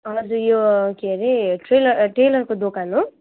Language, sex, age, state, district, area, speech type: Nepali, female, 30-45, West Bengal, Kalimpong, rural, conversation